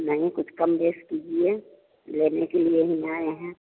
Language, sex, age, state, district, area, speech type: Hindi, female, 45-60, Bihar, Begusarai, rural, conversation